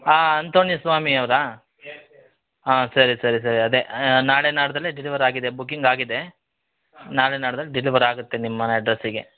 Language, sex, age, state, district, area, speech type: Kannada, male, 30-45, Karnataka, Shimoga, urban, conversation